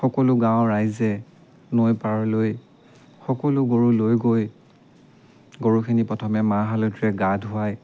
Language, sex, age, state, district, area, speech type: Assamese, male, 30-45, Assam, Dibrugarh, rural, spontaneous